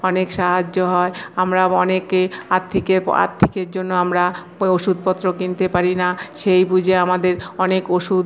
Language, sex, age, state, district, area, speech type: Bengali, female, 45-60, West Bengal, Paschim Bardhaman, urban, spontaneous